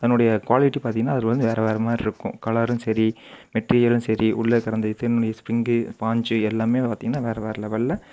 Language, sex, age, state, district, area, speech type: Tamil, male, 18-30, Tamil Nadu, Coimbatore, urban, spontaneous